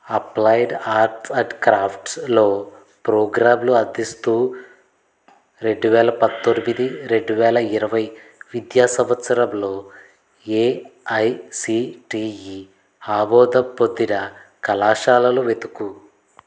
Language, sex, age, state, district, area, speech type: Telugu, male, 30-45, Andhra Pradesh, Konaseema, rural, read